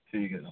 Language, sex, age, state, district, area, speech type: Dogri, male, 30-45, Jammu and Kashmir, Samba, urban, conversation